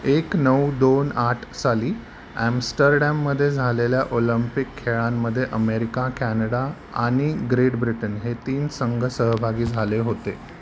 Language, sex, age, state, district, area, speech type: Marathi, male, 45-60, Maharashtra, Thane, rural, read